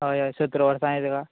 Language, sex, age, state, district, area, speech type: Goan Konkani, male, 18-30, Goa, Quepem, rural, conversation